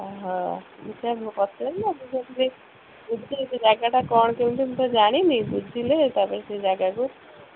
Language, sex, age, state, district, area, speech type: Odia, female, 30-45, Odisha, Kendrapara, urban, conversation